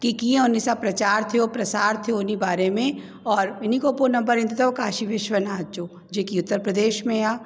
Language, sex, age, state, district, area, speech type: Sindhi, female, 45-60, Uttar Pradesh, Lucknow, urban, spontaneous